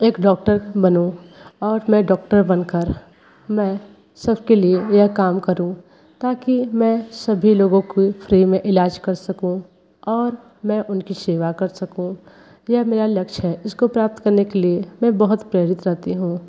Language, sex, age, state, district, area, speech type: Hindi, female, 30-45, Uttar Pradesh, Sonbhadra, rural, spontaneous